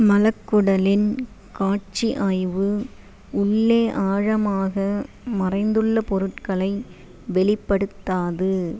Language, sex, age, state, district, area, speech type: Tamil, female, 45-60, Tamil Nadu, Ariyalur, rural, read